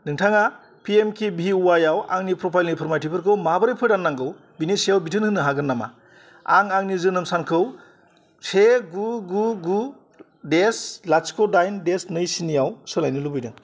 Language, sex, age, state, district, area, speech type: Bodo, male, 30-45, Assam, Kokrajhar, rural, read